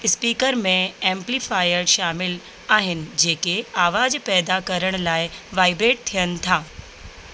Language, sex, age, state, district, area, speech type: Sindhi, female, 30-45, Rajasthan, Ajmer, urban, read